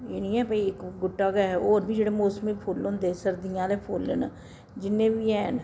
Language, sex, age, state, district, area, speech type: Dogri, female, 60+, Jammu and Kashmir, Reasi, urban, spontaneous